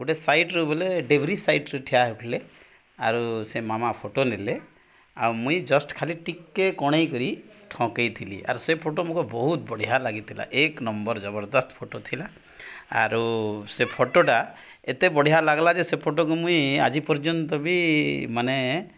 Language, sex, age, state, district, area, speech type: Odia, male, 30-45, Odisha, Nuapada, urban, spontaneous